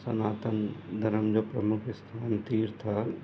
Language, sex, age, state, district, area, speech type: Sindhi, male, 30-45, Gujarat, Surat, urban, spontaneous